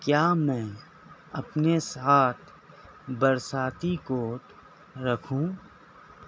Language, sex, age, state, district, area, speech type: Urdu, male, 18-30, Telangana, Hyderabad, urban, read